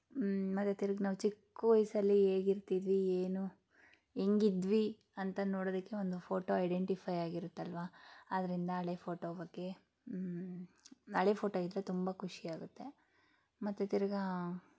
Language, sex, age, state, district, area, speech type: Kannada, female, 18-30, Karnataka, Chikkaballapur, rural, spontaneous